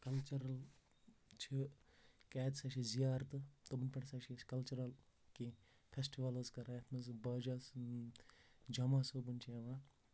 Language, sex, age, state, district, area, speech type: Kashmiri, male, 30-45, Jammu and Kashmir, Baramulla, rural, spontaneous